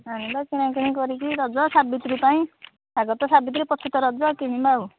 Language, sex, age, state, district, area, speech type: Odia, female, 30-45, Odisha, Nayagarh, rural, conversation